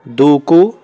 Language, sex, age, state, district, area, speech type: Telugu, male, 18-30, Telangana, Vikarabad, urban, read